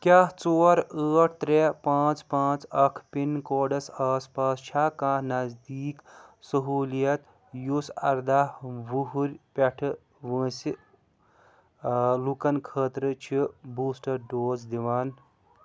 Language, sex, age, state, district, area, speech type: Kashmiri, male, 30-45, Jammu and Kashmir, Srinagar, urban, read